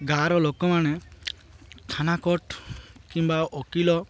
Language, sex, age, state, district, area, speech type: Odia, male, 30-45, Odisha, Malkangiri, urban, spontaneous